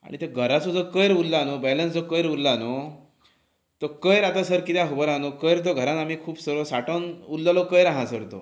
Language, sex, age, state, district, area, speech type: Goan Konkani, male, 30-45, Goa, Pernem, rural, spontaneous